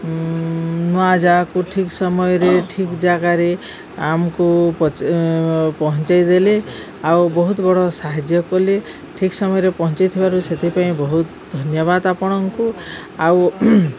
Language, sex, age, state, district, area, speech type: Odia, female, 45-60, Odisha, Subarnapur, urban, spontaneous